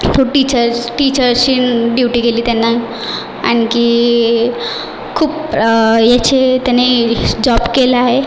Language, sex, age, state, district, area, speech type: Marathi, female, 18-30, Maharashtra, Nagpur, urban, spontaneous